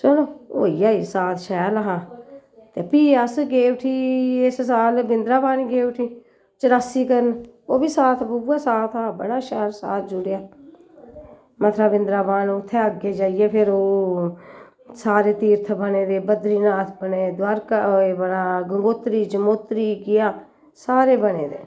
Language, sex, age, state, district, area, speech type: Dogri, female, 60+, Jammu and Kashmir, Jammu, urban, spontaneous